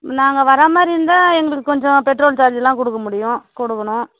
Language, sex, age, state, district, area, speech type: Tamil, female, 30-45, Tamil Nadu, Tiruvannamalai, rural, conversation